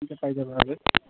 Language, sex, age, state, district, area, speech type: Assamese, male, 18-30, Assam, Nalbari, rural, conversation